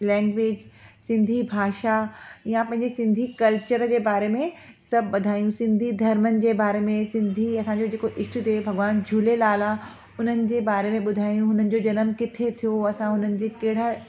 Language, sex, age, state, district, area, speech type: Sindhi, female, 30-45, Delhi, South Delhi, urban, spontaneous